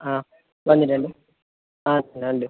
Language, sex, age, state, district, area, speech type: Malayalam, male, 18-30, Kerala, Kasaragod, rural, conversation